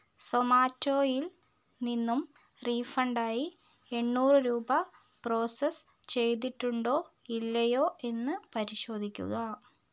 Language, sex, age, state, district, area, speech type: Malayalam, female, 30-45, Kerala, Kozhikode, urban, read